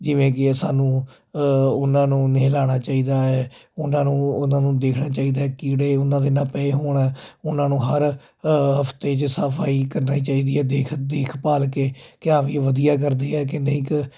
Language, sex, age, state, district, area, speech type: Punjabi, male, 30-45, Punjab, Jalandhar, urban, spontaneous